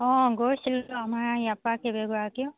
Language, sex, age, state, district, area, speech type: Assamese, female, 30-45, Assam, Biswanath, rural, conversation